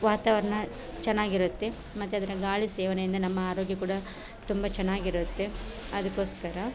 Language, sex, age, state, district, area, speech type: Kannada, female, 30-45, Karnataka, Dakshina Kannada, rural, spontaneous